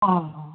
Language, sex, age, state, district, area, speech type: Sindhi, female, 45-60, Gujarat, Kutch, rural, conversation